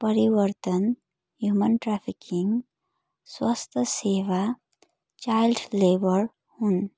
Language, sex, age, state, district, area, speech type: Nepali, female, 18-30, West Bengal, Darjeeling, rural, spontaneous